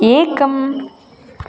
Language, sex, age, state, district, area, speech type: Sanskrit, female, 18-30, Karnataka, Gadag, urban, read